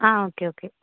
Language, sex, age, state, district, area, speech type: Malayalam, female, 18-30, Kerala, Wayanad, rural, conversation